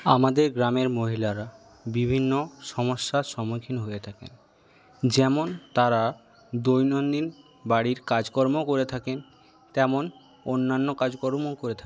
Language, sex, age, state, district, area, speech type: Bengali, male, 60+, West Bengal, Paschim Medinipur, rural, spontaneous